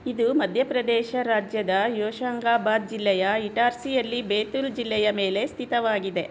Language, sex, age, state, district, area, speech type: Kannada, female, 60+, Karnataka, Bangalore Rural, rural, read